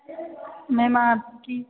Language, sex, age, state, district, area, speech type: Hindi, female, 18-30, Madhya Pradesh, Hoshangabad, rural, conversation